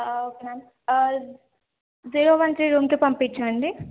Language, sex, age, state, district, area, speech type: Telugu, female, 18-30, Telangana, Jangaon, urban, conversation